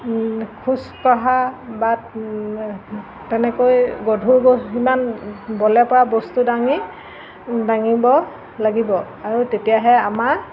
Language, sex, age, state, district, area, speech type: Assamese, female, 45-60, Assam, Golaghat, urban, spontaneous